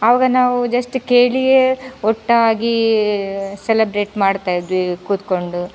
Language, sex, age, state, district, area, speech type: Kannada, female, 30-45, Karnataka, Udupi, rural, spontaneous